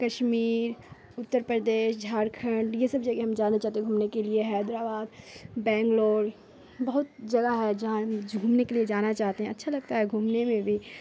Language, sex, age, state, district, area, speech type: Urdu, female, 18-30, Bihar, Khagaria, rural, spontaneous